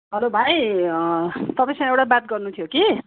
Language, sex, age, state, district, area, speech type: Nepali, female, 45-60, West Bengal, Kalimpong, rural, conversation